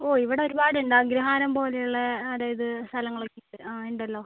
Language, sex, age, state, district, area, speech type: Malayalam, male, 30-45, Kerala, Wayanad, rural, conversation